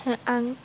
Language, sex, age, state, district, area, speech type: Bodo, female, 18-30, Assam, Baksa, rural, spontaneous